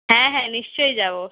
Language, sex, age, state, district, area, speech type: Bengali, female, 60+, West Bengal, Purulia, rural, conversation